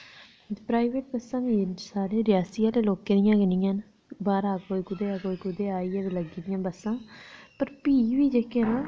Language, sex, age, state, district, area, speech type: Dogri, female, 30-45, Jammu and Kashmir, Reasi, rural, spontaneous